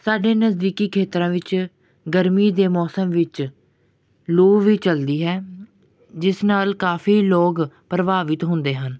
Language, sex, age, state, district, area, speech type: Punjabi, male, 18-30, Punjab, Pathankot, urban, spontaneous